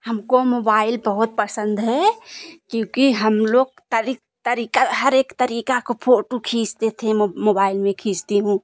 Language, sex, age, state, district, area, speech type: Hindi, female, 45-60, Uttar Pradesh, Jaunpur, rural, spontaneous